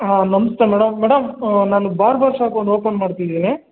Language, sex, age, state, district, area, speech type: Kannada, male, 45-60, Karnataka, Kolar, rural, conversation